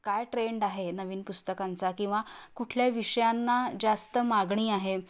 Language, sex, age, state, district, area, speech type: Marathi, female, 45-60, Maharashtra, Kolhapur, urban, spontaneous